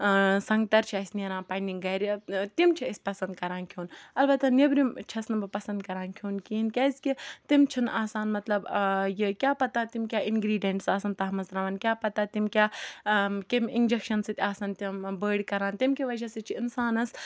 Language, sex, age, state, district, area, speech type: Kashmiri, female, 30-45, Jammu and Kashmir, Ganderbal, rural, spontaneous